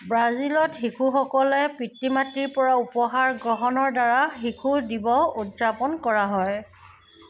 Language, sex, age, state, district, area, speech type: Assamese, female, 30-45, Assam, Sivasagar, rural, read